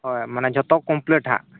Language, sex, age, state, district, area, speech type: Santali, male, 30-45, Jharkhand, East Singhbhum, rural, conversation